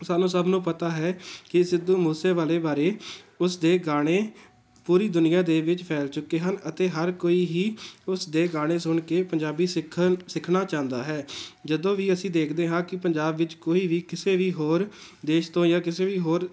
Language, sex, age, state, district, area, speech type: Punjabi, male, 18-30, Punjab, Tarn Taran, rural, spontaneous